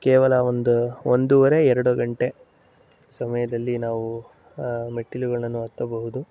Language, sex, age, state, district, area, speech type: Kannada, male, 18-30, Karnataka, Mysore, urban, spontaneous